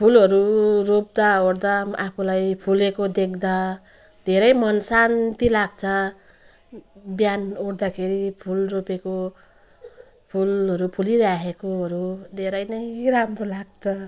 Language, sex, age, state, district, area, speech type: Nepali, female, 45-60, West Bengal, Jalpaiguri, rural, spontaneous